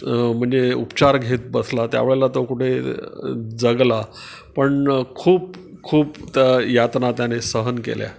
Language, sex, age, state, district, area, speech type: Marathi, male, 60+, Maharashtra, Palghar, rural, spontaneous